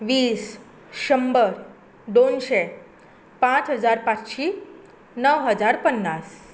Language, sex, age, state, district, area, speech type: Goan Konkani, female, 18-30, Goa, Tiswadi, rural, spontaneous